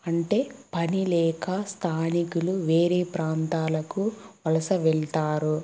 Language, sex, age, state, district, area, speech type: Telugu, female, 18-30, Andhra Pradesh, Kadapa, rural, spontaneous